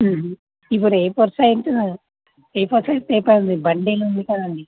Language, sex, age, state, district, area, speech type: Telugu, male, 18-30, Telangana, Nalgonda, urban, conversation